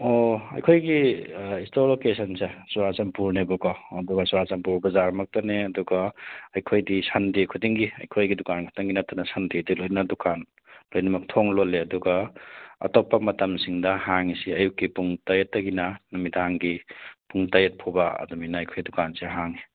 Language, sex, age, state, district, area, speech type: Manipuri, male, 18-30, Manipur, Churachandpur, rural, conversation